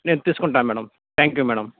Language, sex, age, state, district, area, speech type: Telugu, male, 30-45, Andhra Pradesh, Nellore, rural, conversation